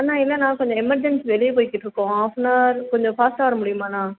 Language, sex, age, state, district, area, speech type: Tamil, female, 18-30, Tamil Nadu, Madurai, urban, conversation